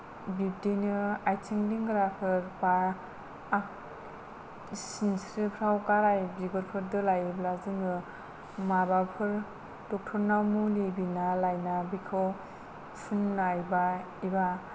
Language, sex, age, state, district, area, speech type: Bodo, female, 18-30, Assam, Kokrajhar, rural, spontaneous